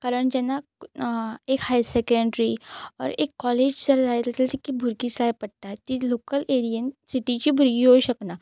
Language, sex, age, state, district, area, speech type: Goan Konkani, female, 18-30, Goa, Pernem, rural, spontaneous